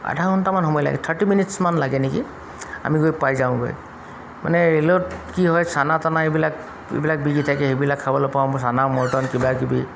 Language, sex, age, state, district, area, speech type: Assamese, male, 45-60, Assam, Golaghat, urban, spontaneous